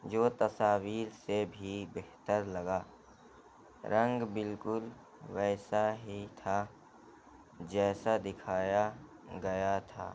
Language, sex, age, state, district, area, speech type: Urdu, male, 18-30, Delhi, North East Delhi, rural, spontaneous